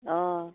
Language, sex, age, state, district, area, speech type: Assamese, female, 30-45, Assam, Biswanath, rural, conversation